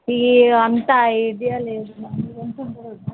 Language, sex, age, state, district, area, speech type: Telugu, female, 30-45, Telangana, Nalgonda, rural, conversation